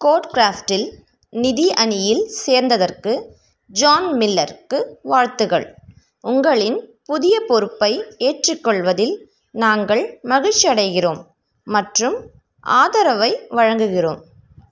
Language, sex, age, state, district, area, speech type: Tamil, female, 30-45, Tamil Nadu, Ranipet, rural, read